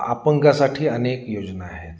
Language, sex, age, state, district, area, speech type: Marathi, male, 45-60, Maharashtra, Nanded, urban, spontaneous